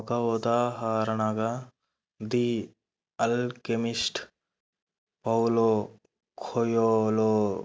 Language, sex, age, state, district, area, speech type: Telugu, male, 18-30, Andhra Pradesh, Kurnool, urban, spontaneous